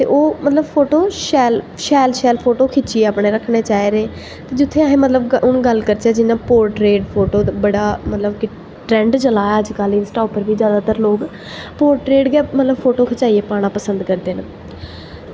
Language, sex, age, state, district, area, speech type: Dogri, female, 18-30, Jammu and Kashmir, Jammu, urban, spontaneous